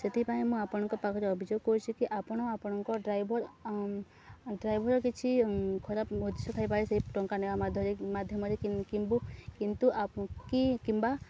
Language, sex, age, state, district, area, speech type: Odia, female, 18-30, Odisha, Subarnapur, urban, spontaneous